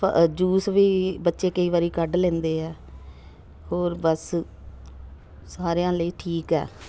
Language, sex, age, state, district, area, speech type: Punjabi, female, 45-60, Punjab, Jalandhar, urban, spontaneous